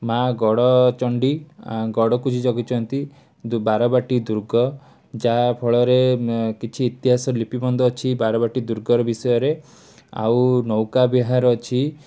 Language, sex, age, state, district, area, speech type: Odia, male, 18-30, Odisha, Cuttack, urban, spontaneous